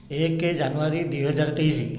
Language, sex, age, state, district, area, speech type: Odia, male, 60+, Odisha, Khordha, rural, spontaneous